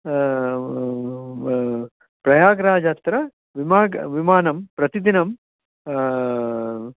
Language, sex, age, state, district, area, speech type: Sanskrit, male, 60+, Karnataka, Bangalore Urban, urban, conversation